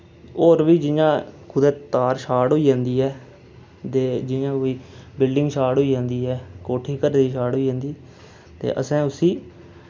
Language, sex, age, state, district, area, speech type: Dogri, male, 30-45, Jammu and Kashmir, Reasi, rural, spontaneous